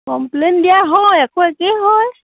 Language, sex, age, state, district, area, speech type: Assamese, female, 45-60, Assam, Sivasagar, rural, conversation